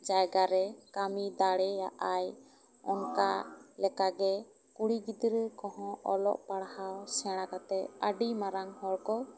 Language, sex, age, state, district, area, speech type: Santali, female, 30-45, West Bengal, Bankura, rural, spontaneous